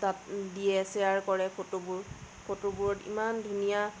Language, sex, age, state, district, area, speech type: Assamese, female, 30-45, Assam, Sonitpur, rural, spontaneous